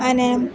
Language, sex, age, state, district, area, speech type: Gujarati, female, 18-30, Gujarat, Valsad, rural, spontaneous